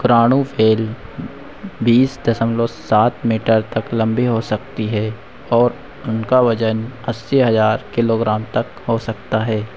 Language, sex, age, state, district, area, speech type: Hindi, male, 60+, Madhya Pradesh, Harda, urban, read